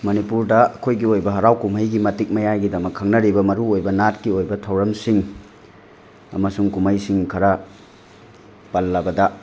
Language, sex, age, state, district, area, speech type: Manipuri, male, 45-60, Manipur, Imphal West, rural, spontaneous